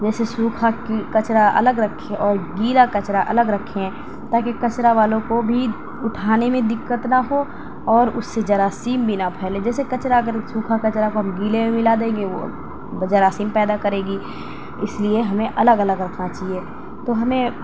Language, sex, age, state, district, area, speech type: Urdu, female, 18-30, Delhi, South Delhi, urban, spontaneous